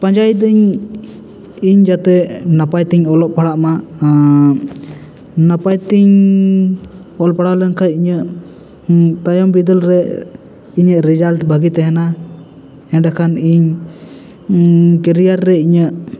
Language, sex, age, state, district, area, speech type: Santali, male, 18-30, West Bengal, Bankura, rural, spontaneous